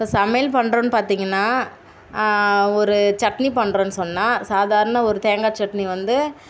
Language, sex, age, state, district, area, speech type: Tamil, female, 30-45, Tamil Nadu, Tiruvannamalai, urban, spontaneous